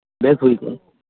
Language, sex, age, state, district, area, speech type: Santali, male, 18-30, West Bengal, Birbhum, rural, conversation